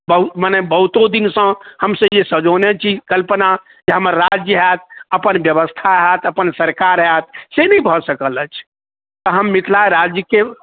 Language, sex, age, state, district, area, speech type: Maithili, male, 60+, Bihar, Saharsa, rural, conversation